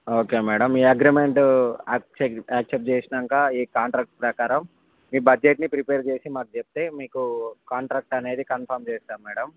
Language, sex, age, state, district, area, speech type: Telugu, male, 45-60, Andhra Pradesh, Visakhapatnam, urban, conversation